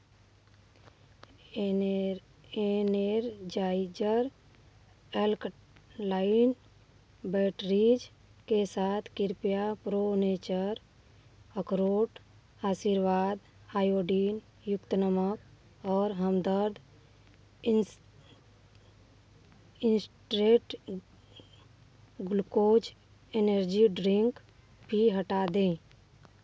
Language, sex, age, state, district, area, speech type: Hindi, female, 30-45, Uttar Pradesh, Varanasi, rural, read